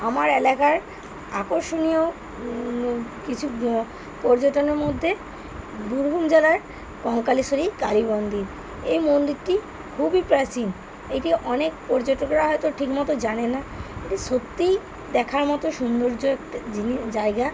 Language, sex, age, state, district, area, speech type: Bengali, female, 30-45, West Bengal, Birbhum, urban, spontaneous